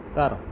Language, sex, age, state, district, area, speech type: Punjabi, male, 18-30, Punjab, Mansa, rural, read